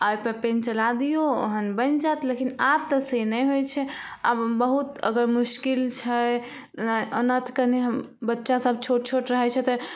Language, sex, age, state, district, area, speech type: Maithili, female, 18-30, Bihar, Samastipur, urban, spontaneous